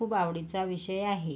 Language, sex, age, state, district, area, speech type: Marathi, female, 45-60, Maharashtra, Yavatmal, urban, spontaneous